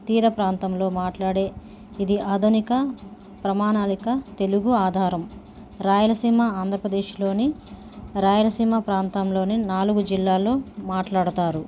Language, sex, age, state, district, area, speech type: Telugu, female, 30-45, Telangana, Bhadradri Kothagudem, urban, spontaneous